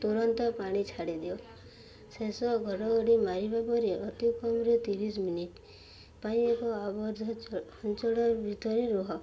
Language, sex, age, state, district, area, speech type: Odia, female, 18-30, Odisha, Subarnapur, urban, spontaneous